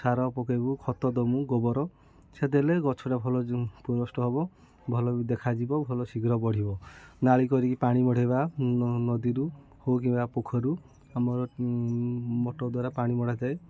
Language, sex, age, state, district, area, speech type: Odia, male, 60+, Odisha, Kendujhar, urban, spontaneous